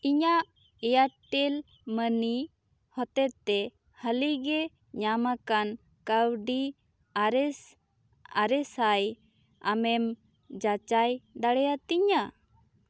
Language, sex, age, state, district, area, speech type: Santali, female, 18-30, West Bengal, Bankura, rural, read